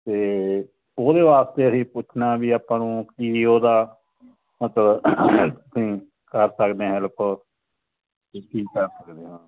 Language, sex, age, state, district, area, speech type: Punjabi, male, 45-60, Punjab, Moga, rural, conversation